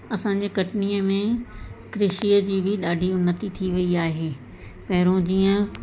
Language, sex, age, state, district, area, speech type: Sindhi, female, 45-60, Madhya Pradesh, Katni, urban, spontaneous